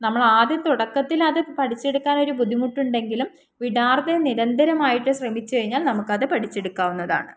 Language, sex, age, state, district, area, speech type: Malayalam, female, 18-30, Kerala, Palakkad, rural, spontaneous